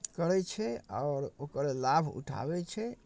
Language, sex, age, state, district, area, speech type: Maithili, male, 30-45, Bihar, Darbhanga, rural, spontaneous